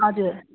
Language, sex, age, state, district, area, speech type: Nepali, female, 30-45, West Bengal, Darjeeling, rural, conversation